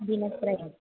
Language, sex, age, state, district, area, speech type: Sanskrit, female, 18-30, Kerala, Thrissur, urban, conversation